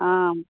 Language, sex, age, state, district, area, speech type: Sanskrit, female, 45-60, Karnataka, Bangalore Urban, urban, conversation